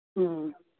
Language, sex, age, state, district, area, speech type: Santali, male, 18-30, West Bengal, Birbhum, rural, conversation